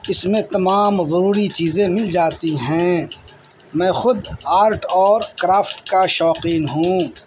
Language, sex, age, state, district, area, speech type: Urdu, male, 60+, Bihar, Madhubani, rural, spontaneous